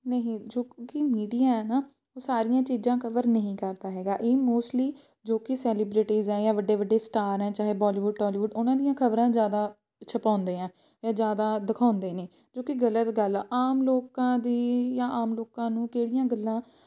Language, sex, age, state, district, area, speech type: Punjabi, female, 18-30, Punjab, Fatehgarh Sahib, rural, spontaneous